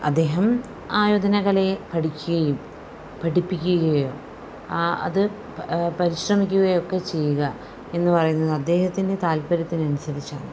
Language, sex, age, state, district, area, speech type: Malayalam, female, 45-60, Kerala, Palakkad, rural, spontaneous